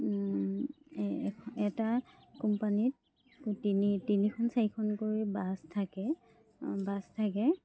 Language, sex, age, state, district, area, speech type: Assamese, female, 30-45, Assam, Dhemaji, rural, spontaneous